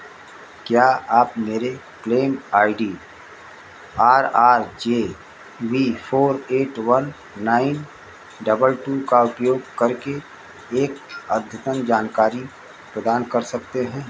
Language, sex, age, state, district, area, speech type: Hindi, male, 60+, Uttar Pradesh, Ayodhya, rural, read